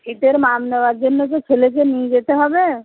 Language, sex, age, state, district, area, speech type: Bengali, female, 45-60, West Bengal, Uttar Dinajpur, urban, conversation